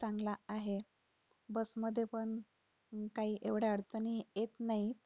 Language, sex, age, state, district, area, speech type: Marathi, female, 30-45, Maharashtra, Akola, urban, spontaneous